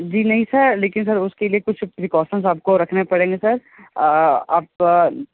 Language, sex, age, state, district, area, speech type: Hindi, male, 18-30, Uttar Pradesh, Sonbhadra, rural, conversation